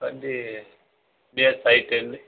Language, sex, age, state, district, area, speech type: Tamil, male, 18-30, Tamil Nadu, Kallakurichi, rural, conversation